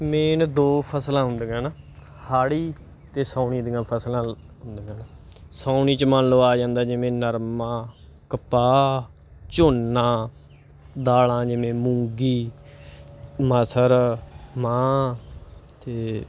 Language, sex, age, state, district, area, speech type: Punjabi, male, 30-45, Punjab, Bathinda, rural, spontaneous